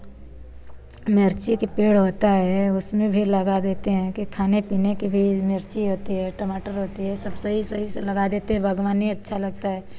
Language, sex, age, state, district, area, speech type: Hindi, female, 45-60, Uttar Pradesh, Varanasi, rural, spontaneous